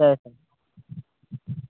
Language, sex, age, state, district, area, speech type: Telugu, male, 18-30, Telangana, Bhadradri Kothagudem, urban, conversation